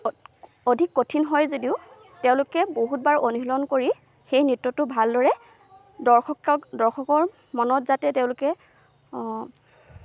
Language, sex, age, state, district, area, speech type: Assamese, female, 18-30, Assam, Lakhimpur, rural, spontaneous